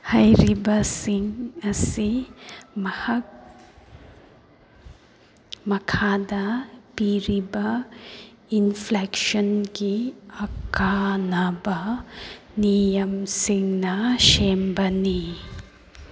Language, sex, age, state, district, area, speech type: Manipuri, female, 18-30, Manipur, Kangpokpi, urban, read